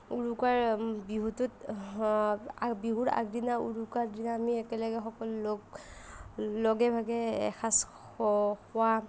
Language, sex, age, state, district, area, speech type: Assamese, female, 45-60, Assam, Nagaon, rural, spontaneous